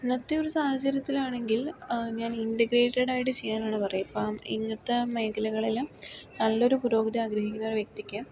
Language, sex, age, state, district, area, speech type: Malayalam, female, 18-30, Kerala, Palakkad, rural, spontaneous